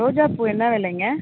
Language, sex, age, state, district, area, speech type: Tamil, female, 30-45, Tamil Nadu, Tiruvannamalai, rural, conversation